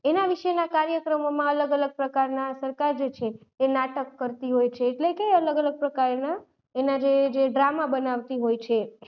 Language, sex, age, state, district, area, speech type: Gujarati, female, 30-45, Gujarat, Rajkot, urban, spontaneous